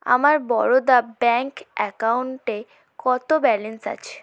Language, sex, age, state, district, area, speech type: Bengali, female, 18-30, West Bengal, South 24 Parganas, rural, read